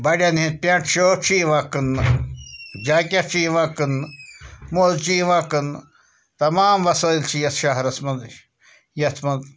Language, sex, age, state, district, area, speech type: Kashmiri, male, 30-45, Jammu and Kashmir, Srinagar, urban, spontaneous